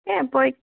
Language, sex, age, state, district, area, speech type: Assamese, female, 30-45, Assam, Lakhimpur, rural, conversation